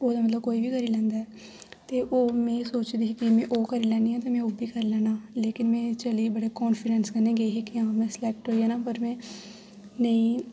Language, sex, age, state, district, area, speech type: Dogri, female, 18-30, Jammu and Kashmir, Jammu, rural, spontaneous